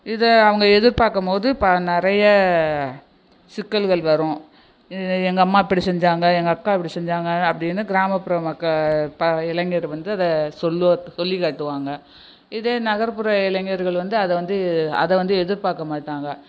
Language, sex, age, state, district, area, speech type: Tamil, female, 60+, Tamil Nadu, Nagapattinam, rural, spontaneous